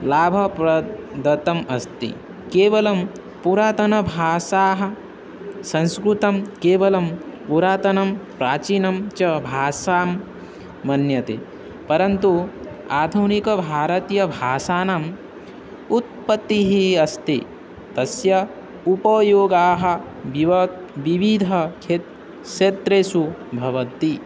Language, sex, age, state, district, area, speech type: Sanskrit, male, 18-30, Odisha, Balangir, rural, spontaneous